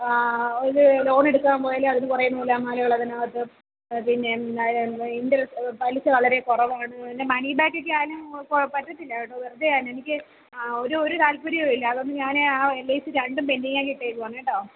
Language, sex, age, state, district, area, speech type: Malayalam, female, 30-45, Kerala, Kollam, rural, conversation